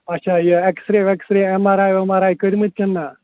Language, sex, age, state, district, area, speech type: Kashmiri, male, 45-60, Jammu and Kashmir, Srinagar, urban, conversation